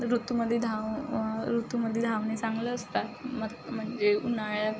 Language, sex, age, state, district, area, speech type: Marathi, female, 18-30, Maharashtra, Wardha, rural, spontaneous